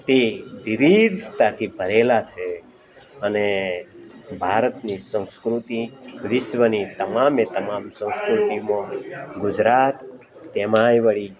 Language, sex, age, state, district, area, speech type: Gujarati, male, 60+, Gujarat, Rajkot, urban, spontaneous